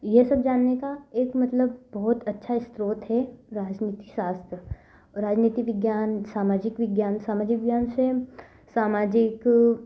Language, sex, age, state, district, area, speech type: Hindi, female, 18-30, Madhya Pradesh, Ujjain, rural, spontaneous